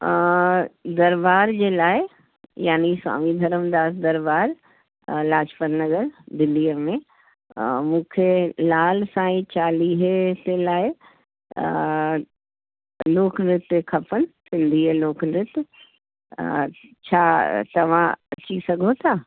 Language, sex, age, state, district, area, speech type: Sindhi, female, 45-60, Delhi, South Delhi, urban, conversation